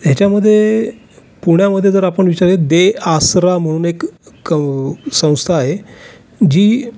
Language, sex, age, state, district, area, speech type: Marathi, male, 60+, Maharashtra, Raigad, urban, spontaneous